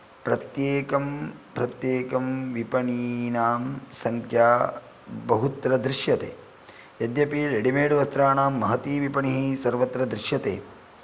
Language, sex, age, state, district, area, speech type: Sanskrit, male, 45-60, Karnataka, Udupi, rural, spontaneous